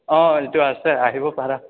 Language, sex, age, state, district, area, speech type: Assamese, male, 30-45, Assam, Biswanath, rural, conversation